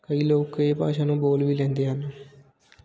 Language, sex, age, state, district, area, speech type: Punjabi, male, 18-30, Punjab, Fatehgarh Sahib, rural, spontaneous